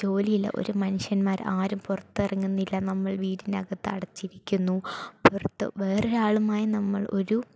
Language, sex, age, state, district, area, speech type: Malayalam, female, 18-30, Kerala, Palakkad, rural, spontaneous